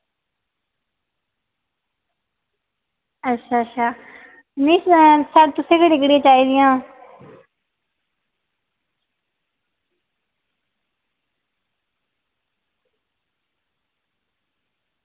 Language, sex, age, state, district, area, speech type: Dogri, female, 30-45, Jammu and Kashmir, Reasi, urban, conversation